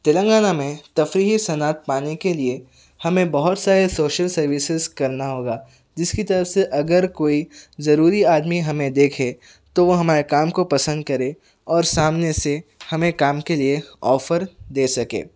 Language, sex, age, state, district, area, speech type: Urdu, male, 18-30, Telangana, Hyderabad, urban, spontaneous